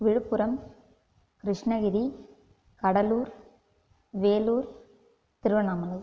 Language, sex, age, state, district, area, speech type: Tamil, female, 18-30, Tamil Nadu, Viluppuram, urban, spontaneous